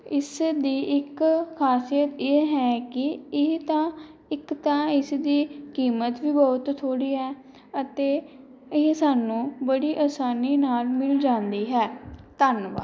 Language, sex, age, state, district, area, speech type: Punjabi, female, 18-30, Punjab, Pathankot, urban, spontaneous